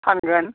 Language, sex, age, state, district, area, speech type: Bodo, male, 60+, Assam, Baksa, rural, conversation